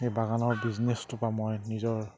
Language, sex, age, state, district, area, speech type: Assamese, male, 45-60, Assam, Charaideo, rural, spontaneous